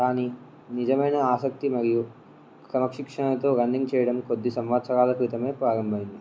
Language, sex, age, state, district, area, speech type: Telugu, male, 18-30, Telangana, Warangal, rural, spontaneous